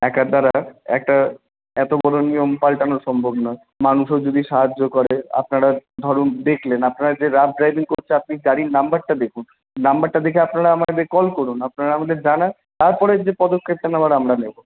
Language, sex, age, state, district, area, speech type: Bengali, male, 18-30, West Bengal, Paschim Bardhaman, urban, conversation